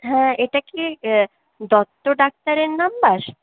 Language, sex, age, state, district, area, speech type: Bengali, female, 30-45, West Bengal, Purulia, rural, conversation